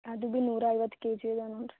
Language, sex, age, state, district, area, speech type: Kannada, female, 18-30, Karnataka, Gulbarga, urban, conversation